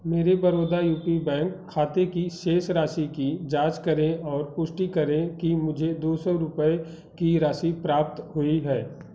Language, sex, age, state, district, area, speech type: Hindi, male, 30-45, Uttar Pradesh, Bhadohi, urban, read